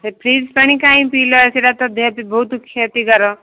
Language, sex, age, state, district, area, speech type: Odia, female, 30-45, Odisha, Ganjam, urban, conversation